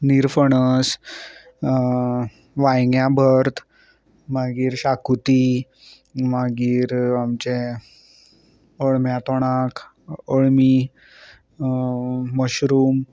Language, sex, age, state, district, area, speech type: Goan Konkani, male, 30-45, Goa, Salcete, urban, spontaneous